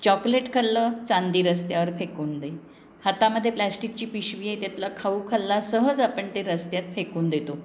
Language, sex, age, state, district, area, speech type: Marathi, female, 60+, Maharashtra, Pune, urban, spontaneous